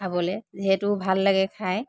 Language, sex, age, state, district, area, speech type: Assamese, female, 30-45, Assam, Lakhimpur, rural, spontaneous